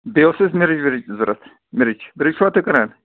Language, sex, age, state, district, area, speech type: Kashmiri, male, 30-45, Jammu and Kashmir, Budgam, rural, conversation